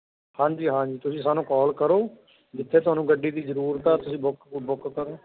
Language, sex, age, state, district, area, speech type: Punjabi, male, 30-45, Punjab, Ludhiana, rural, conversation